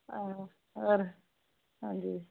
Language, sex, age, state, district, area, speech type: Punjabi, female, 30-45, Punjab, Pathankot, rural, conversation